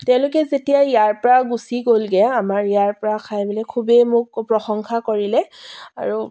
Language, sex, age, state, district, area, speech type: Assamese, female, 45-60, Assam, Dibrugarh, rural, spontaneous